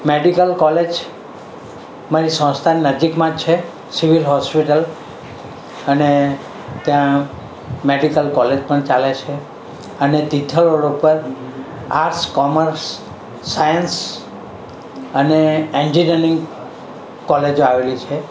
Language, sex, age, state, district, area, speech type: Gujarati, male, 60+, Gujarat, Valsad, urban, spontaneous